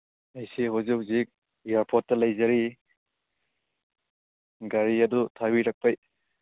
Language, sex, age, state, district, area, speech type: Manipuri, male, 30-45, Manipur, Churachandpur, rural, conversation